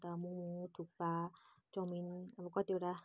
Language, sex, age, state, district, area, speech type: Nepali, female, 18-30, West Bengal, Kalimpong, rural, spontaneous